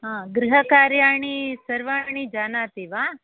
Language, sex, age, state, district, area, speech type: Sanskrit, female, 60+, Karnataka, Bangalore Urban, urban, conversation